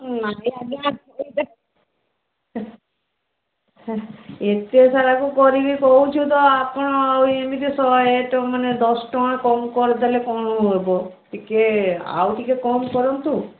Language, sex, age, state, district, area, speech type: Odia, female, 60+, Odisha, Gajapati, rural, conversation